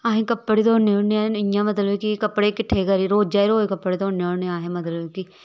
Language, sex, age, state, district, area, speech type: Dogri, female, 30-45, Jammu and Kashmir, Samba, urban, spontaneous